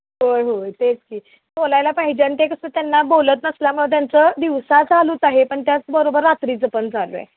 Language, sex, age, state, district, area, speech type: Marathi, female, 30-45, Maharashtra, Kolhapur, rural, conversation